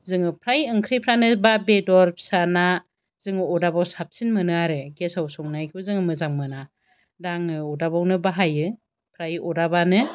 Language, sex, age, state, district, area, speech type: Bodo, female, 45-60, Assam, Chirang, rural, spontaneous